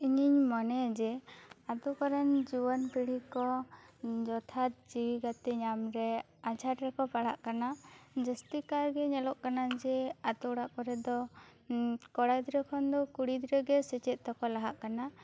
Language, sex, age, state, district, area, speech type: Santali, female, 18-30, West Bengal, Bankura, rural, spontaneous